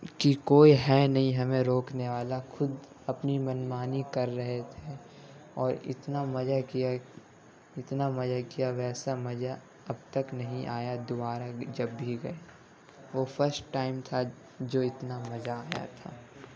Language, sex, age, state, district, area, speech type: Urdu, male, 18-30, Delhi, Central Delhi, urban, spontaneous